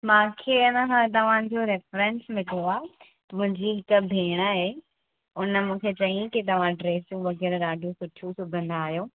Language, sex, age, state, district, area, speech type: Sindhi, female, 18-30, Gujarat, Surat, urban, conversation